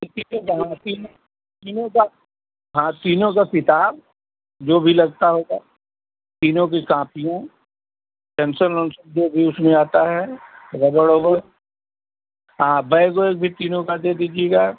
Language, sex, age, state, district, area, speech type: Hindi, male, 45-60, Uttar Pradesh, Azamgarh, rural, conversation